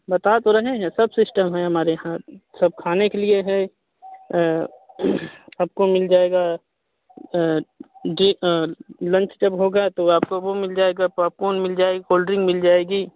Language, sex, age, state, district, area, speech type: Hindi, male, 30-45, Uttar Pradesh, Jaunpur, rural, conversation